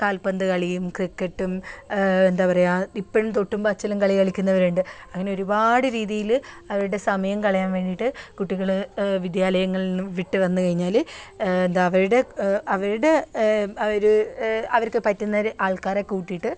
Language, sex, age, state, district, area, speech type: Malayalam, female, 18-30, Kerala, Kannur, rural, spontaneous